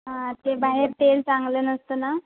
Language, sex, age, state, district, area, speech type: Marathi, female, 18-30, Maharashtra, Ratnagiri, rural, conversation